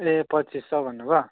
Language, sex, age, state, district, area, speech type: Nepali, male, 18-30, West Bengal, Darjeeling, rural, conversation